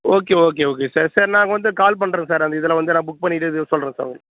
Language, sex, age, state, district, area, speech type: Tamil, male, 30-45, Tamil Nadu, Salem, rural, conversation